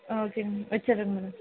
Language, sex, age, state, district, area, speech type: Tamil, female, 30-45, Tamil Nadu, Coimbatore, rural, conversation